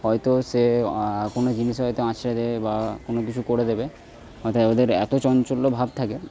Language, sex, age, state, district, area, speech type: Bengali, male, 30-45, West Bengal, Purba Bardhaman, rural, spontaneous